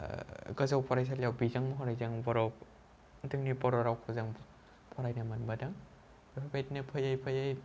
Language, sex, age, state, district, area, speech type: Bodo, male, 18-30, Assam, Kokrajhar, rural, spontaneous